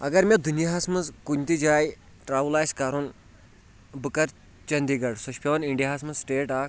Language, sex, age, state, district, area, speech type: Kashmiri, male, 30-45, Jammu and Kashmir, Kulgam, rural, spontaneous